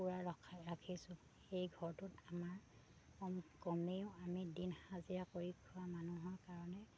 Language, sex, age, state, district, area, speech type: Assamese, female, 30-45, Assam, Sivasagar, rural, spontaneous